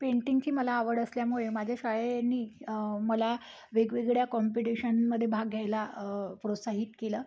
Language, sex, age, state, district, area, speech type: Marathi, female, 30-45, Maharashtra, Amravati, rural, spontaneous